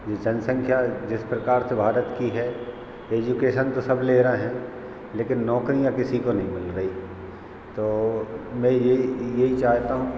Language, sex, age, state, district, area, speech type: Hindi, male, 30-45, Madhya Pradesh, Hoshangabad, rural, spontaneous